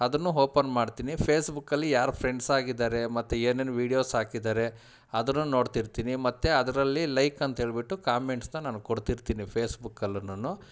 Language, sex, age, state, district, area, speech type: Kannada, male, 30-45, Karnataka, Kolar, urban, spontaneous